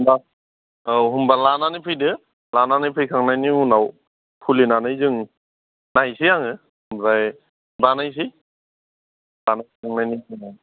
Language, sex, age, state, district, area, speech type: Bodo, male, 45-60, Assam, Kokrajhar, rural, conversation